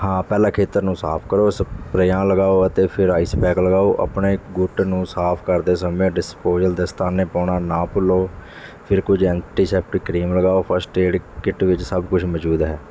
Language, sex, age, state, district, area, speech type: Punjabi, male, 30-45, Punjab, Mansa, urban, read